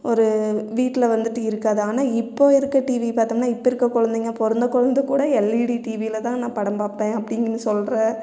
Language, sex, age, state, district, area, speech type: Tamil, female, 30-45, Tamil Nadu, Erode, rural, spontaneous